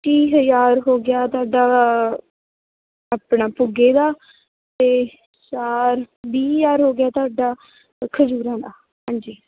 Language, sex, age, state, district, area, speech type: Punjabi, female, 18-30, Punjab, Ludhiana, rural, conversation